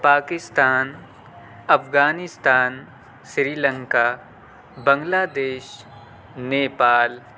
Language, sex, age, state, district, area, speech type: Urdu, male, 18-30, Delhi, South Delhi, urban, spontaneous